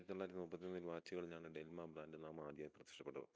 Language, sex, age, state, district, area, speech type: Malayalam, male, 30-45, Kerala, Idukki, rural, read